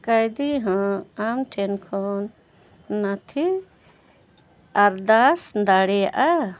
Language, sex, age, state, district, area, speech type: Santali, female, 45-60, Jharkhand, Bokaro, rural, read